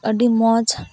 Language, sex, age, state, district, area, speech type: Santali, female, 18-30, West Bengal, Purba Bardhaman, rural, spontaneous